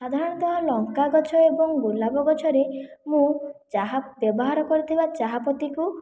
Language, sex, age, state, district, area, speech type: Odia, female, 45-60, Odisha, Khordha, rural, spontaneous